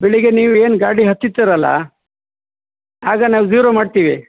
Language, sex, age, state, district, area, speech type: Kannada, male, 30-45, Karnataka, Udupi, rural, conversation